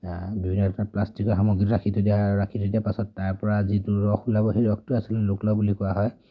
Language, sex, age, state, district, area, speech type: Assamese, male, 18-30, Assam, Dhemaji, rural, spontaneous